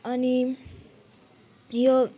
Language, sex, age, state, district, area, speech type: Nepali, female, 18-30, West Bengal, Kalimpong, rural, spontaneous